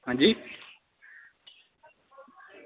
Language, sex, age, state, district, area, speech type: Dogri, male, 18-30, Jammu and Kashmir, Samba, rural, conversation